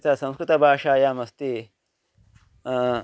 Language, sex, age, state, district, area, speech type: Sanskrit, male, 30-45, Karnataka, Uttara Kannada, rural, spontaneous